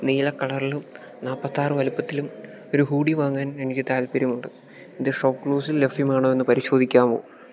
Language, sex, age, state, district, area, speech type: Malayalam, male, 18-30, Kerala, Idukki, rural, read